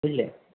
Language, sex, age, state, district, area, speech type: Bengali, male, 45-60, West Bengal, Paschim Medinipur, rural, conversation